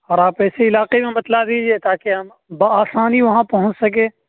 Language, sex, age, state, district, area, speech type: Urdu, male, 18-30, Uttar Pradesh, Muzaffarnagar, urban, conversation